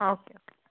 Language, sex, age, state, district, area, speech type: Malayalam, female, 18-30, Kerala, Kannur, rural, conversation